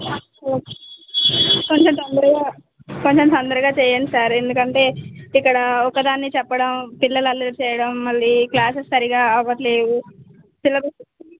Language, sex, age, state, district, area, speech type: Telugu, female, 18-30, Telangana, Sangareddy, rural, conversation